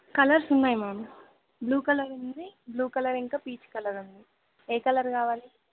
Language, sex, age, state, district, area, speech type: Telugu, female, 18-30, Telangana, Nizamabad, rural, conversation